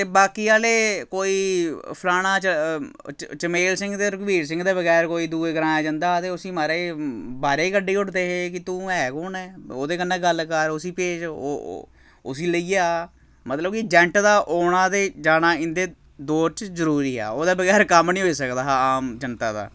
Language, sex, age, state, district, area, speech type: Dogri, male, 30-45, Jammu and Kashmir, Samba, rural, spontaneous